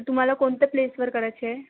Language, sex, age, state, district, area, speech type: Marathi, female, 18-30, Maharashtra, Nagpur, urban, conversation